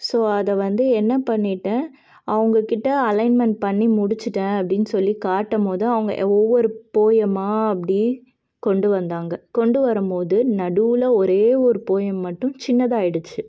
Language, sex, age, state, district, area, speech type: Tamil, female, 30-45, Tamil Nadu, Cuddalore, urban, spontaneous